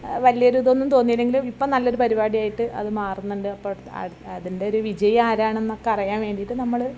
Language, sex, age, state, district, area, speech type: Malayalam, female, 45-60, Kerala, Malappuram, rural, spontaneous